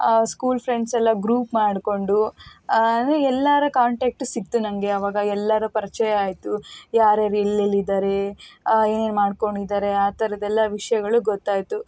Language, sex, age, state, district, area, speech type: Kannada, female, 30-45, Karnataka, Davanagere, rural, spontaneous